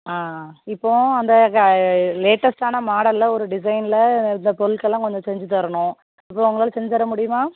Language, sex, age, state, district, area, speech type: Tamil, female, 18-30, Tamil Nadu, Thoothukudi, rural, conversation